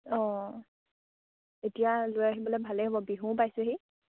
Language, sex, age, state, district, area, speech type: Assamese, female, 18-30, Assam, Lakhimpur, rural, conversation